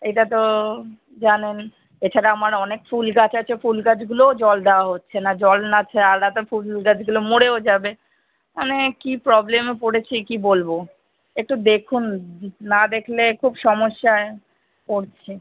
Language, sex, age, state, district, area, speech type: Bengali, female, 30-45, West Bengal, Kolkata, urban, conversation